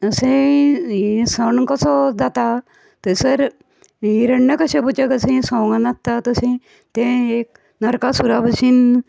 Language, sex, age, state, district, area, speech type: Goan Konkani, female, 60+, Goa, Ponda, rural, spontaneous